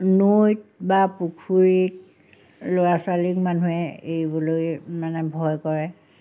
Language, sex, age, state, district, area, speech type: Assamese, female, 60+, Assam, Majuli, urban, spontaneous